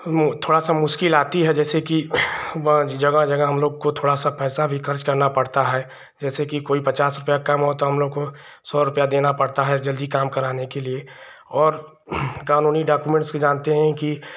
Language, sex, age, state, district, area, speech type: Hindi, male, 30-45, Uttar Pradesh, Chandauli, urban, spontaneous